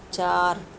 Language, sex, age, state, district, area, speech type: Punjabi, female, 45-60, Punjab, Mohali, urban, read